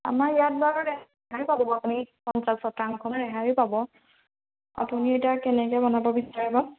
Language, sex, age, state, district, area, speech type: Assamese, female, 18-30, Assam, Majuli, urban, conversation